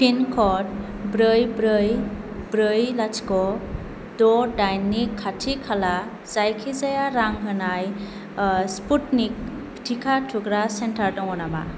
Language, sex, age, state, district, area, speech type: Bodo, female, 18-30, Assam, Kokrajhar, urban, read